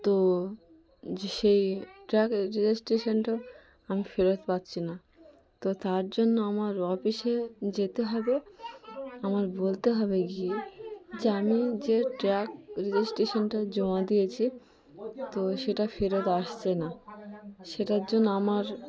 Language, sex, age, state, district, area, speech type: Bengali, female, 18-30, West Bengal, Cooch Behar, urban, spontaneous